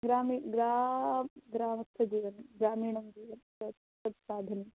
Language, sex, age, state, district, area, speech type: Sanskrit, female, 18-30, Karnataka, Chikkaballapur, rural, conversation